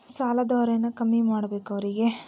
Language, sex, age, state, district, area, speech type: Kannada, female, 18-30, Karnataka, Chitradurga, urban, spontaneous